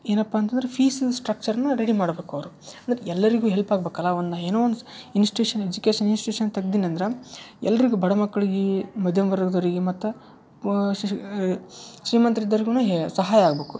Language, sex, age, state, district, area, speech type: Kannada, male, 18-30, Karnataka, Yadgir, urban, spontaneous